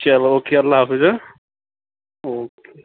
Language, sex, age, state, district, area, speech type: Kashmiri, male, 30-45, Jammu and Kashmir, Ganderbal, rural, conversation